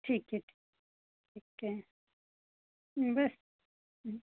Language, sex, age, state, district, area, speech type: Hindi, female, 45-60, Madhya Pradesh, Ujjain, urban, conversation